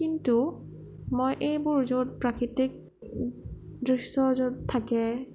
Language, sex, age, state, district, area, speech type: Assamese, female, 18-30, Assam, Sonitpur, rural, spontaneous